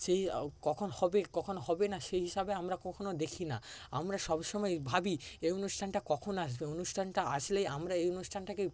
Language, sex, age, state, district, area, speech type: Bengali, male, 60+, West Bengal, Paschim Medinipur, rural, spontaneous